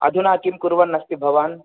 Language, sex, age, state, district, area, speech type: Sanskrit, male, 30-45, Telangana, Nizamabad, urban, conversation